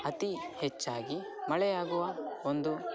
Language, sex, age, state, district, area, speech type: Kannada, male, 18-30, Karnataka, Dakshina Kannada, rural, spontaneous